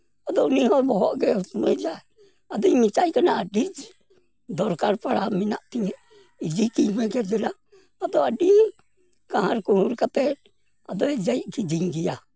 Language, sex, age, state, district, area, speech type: Santali, male, 60+, West Bengal, Purulia, rural, spontaneous